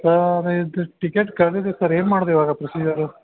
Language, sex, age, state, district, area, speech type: Kannada, male, 30-45, Karnataka, Belgaum, urban, conversation